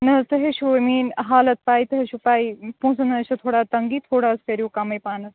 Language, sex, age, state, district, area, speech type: Kashmiri, female, 18-30, Jammu and Kashmir, Kupwara, urban, conversation